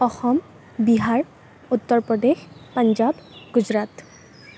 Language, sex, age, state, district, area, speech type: Assamese, female, 18-30, Assam, Kamrup Metropolitan, urban, spontaneous